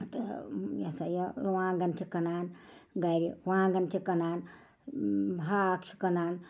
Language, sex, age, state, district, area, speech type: Kashmiri, female, 60+, Jammu and Kashmir, Ganderbal, rural, spontaneous